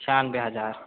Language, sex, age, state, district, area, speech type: Hindi, male, 18-30, Madhya Pradesh, Balaghat, rural, conversation